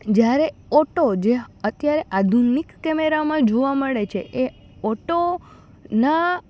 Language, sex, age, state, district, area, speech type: Gujarati, female, 18-30, Gujarat, Rajkot, urban, spontaneous